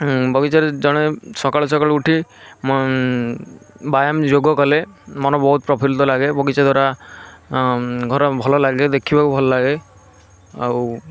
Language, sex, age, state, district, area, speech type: Odia, male, 18-30, Odisha, Kendrapara, urban, spontaneous